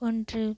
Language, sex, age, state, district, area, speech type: Tamil, female, 18-30, Tamil Nadu, Perambalur, rural, read